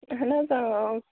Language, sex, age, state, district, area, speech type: Kashmiri, female, 18-30, Jammu and Kashmir, Pulwama, rural, conversation